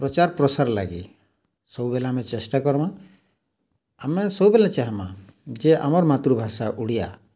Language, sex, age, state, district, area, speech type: Odia, male, 45-60, Odisha, Bargarh, urban, spontaneous